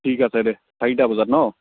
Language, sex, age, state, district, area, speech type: Assamese, male, 18-30, Assam, Sivasagar, rural, conversation